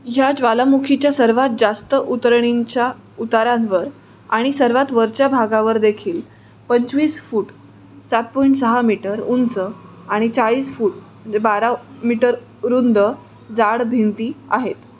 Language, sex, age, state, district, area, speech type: Marathi, female, 30-45, Maharashtra, Nanded, rural, read